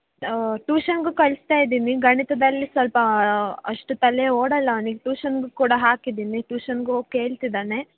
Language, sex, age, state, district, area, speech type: Kannada, female, 18-30, Karnataka, Davanagere, rural, conversation